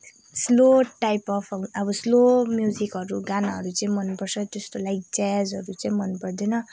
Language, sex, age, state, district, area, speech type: Nepali, female, 18-30, West Bengal, Kalimpong, rural, spontaneous